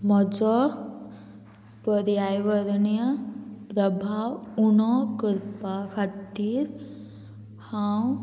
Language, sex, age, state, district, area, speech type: Goan Konkani, female, 18-30, Goa, Murmgao, rural, read